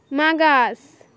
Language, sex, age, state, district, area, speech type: Goan Konkani, female, 18-30, Goa, Quepem, rural, read